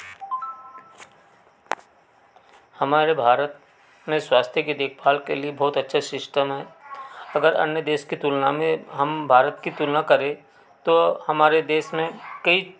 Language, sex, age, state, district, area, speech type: Hindi, male, 45-60, Madhya Pradesh, Betul, rural, spontaneous